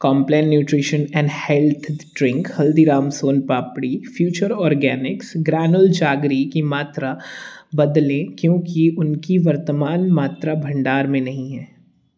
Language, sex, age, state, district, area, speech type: Hindi, male, 18-30, Madhya Pradesh, Jabalpur, urban, read